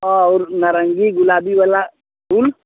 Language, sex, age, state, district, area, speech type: Hindi, male, 45-60, Uttar Pradesh, Chandauli, urban, conversation